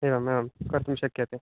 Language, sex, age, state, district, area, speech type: Sanskrit, male, 18-30, Telangana, Medak, urban, conversation